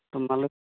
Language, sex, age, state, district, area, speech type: Santali, male, 30-45, West Bengal, Malda, rural, conversation